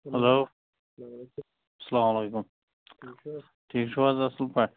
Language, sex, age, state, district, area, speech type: Kashmiri, male, 30-45, Jammu and Kashmir, Baramulla, rural, conversation